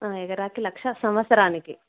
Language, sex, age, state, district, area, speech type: Telugu, female, 30-45, Andhra Pradesh, Kadapa, urban, conversation